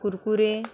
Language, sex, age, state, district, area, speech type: Marathi, female, 30-45, Maharashtra, Wardha, rural, spontaneous